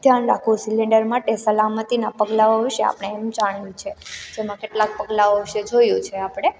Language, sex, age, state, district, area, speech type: Gujarati, female, 18-30, Gujarat, Amreli, rural, spontaneous